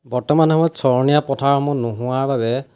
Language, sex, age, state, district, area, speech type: Assamese, male, 18-30, Assam, Golaghat, rural, spontaneous